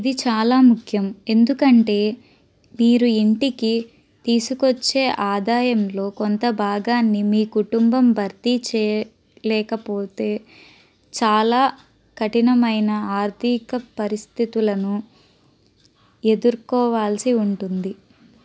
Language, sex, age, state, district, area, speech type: Telugu, female, 18-30, Andhra Pradesh, Palnadu, urban, read